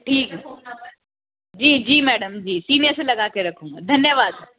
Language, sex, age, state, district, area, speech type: Hindi, female, 60+, Rajasthan, Jaipur, urban, conversation